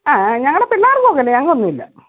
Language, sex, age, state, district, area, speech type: Malayalam, female, 45-60, Kerala, Pathanamthitta, urban, conversation